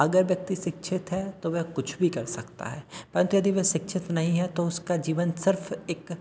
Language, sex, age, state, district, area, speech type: Hindi, male, 30-45, Madhya Pradesh, Hoshangabad, urban, spontaneous